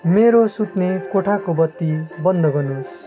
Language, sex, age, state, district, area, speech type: Nepali, male, 45-60, West Bengal, Darjeeling, rural, read